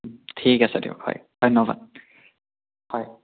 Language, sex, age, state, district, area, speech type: Assamese, male, 18-30, Assam, Biswanath, rural, conversation